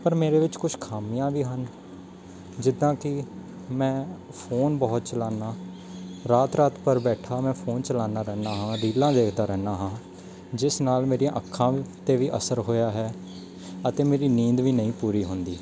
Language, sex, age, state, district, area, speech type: Punjabi, male, 18-30, Punjab, Patiala, urban, spontaneous